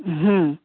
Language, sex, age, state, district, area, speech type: Hindi, male, 45-60, Uttar Pradesh, Lucknow, rural, conversation